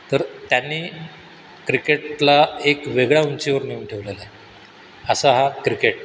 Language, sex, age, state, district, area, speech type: Marathi, male, 60+, Maharashtra, Sindhudurg, rural, spontaneous